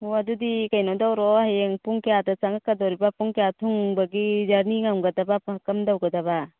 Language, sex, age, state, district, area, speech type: Manipuri, female, 45-60, Manipur, Churachandpur, urban, conversation